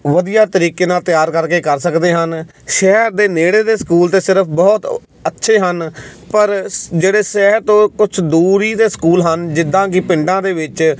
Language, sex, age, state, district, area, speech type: Punjabi, male, 30-45, Punjab, Amritsar, urban, spontaneous